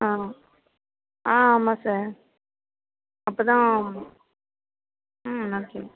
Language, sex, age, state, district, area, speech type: Tamil, female, 30-45, Tamil Nadu, Tiruvarur, rural, conversation